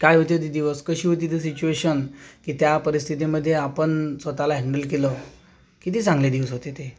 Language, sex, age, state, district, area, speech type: Marathi, male, 30-45, Maharashtra, Akola, rural, spontaneous